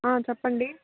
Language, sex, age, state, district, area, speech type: Telugu, female, 18-30, Andhra Pradesh, Nellore, rural, conversation